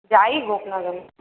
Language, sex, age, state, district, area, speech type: Bengali, female, 18-30, West Bengal, Kolkata, urban, conversation